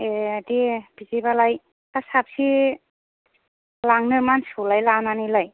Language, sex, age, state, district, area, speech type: Bodo, female, 45-60, Assam, Kokrajhar, rural, conversation